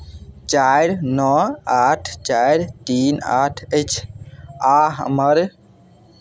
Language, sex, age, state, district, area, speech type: Maithili, male, 18-30, Bihar, Madhubani, rural, read